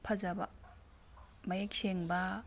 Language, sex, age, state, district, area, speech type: Manipuri, female, 30-45, Manipur, Imphal East, rural, spontaneous